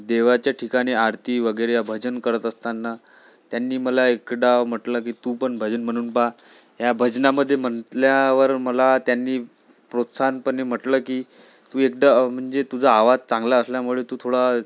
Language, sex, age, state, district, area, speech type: Marathi, male, 18-30, Maharashtra, Amravati, urban, spontaneous